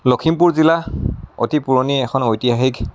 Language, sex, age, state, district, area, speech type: Assamese, male, 30-45, Assam, Lakhimpur, rural, spontaneous